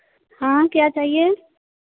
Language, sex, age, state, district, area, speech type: Hindi, female, 45-60, Uttar Pradesh, Chandauli, rural, conversation